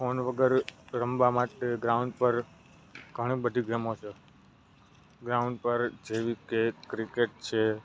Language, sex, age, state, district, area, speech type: Gujarati, male, 18-30, Gujarat, Narmada, rural, spontaneous